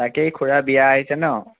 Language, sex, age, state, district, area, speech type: Assamese, male, 30-45, Assam, Sonitpur, rural, conversation